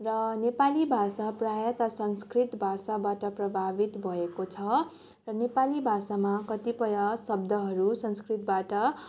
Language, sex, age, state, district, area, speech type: Nepali, female, 18-30, West Bengal, Darjeeling, rural, spontaneous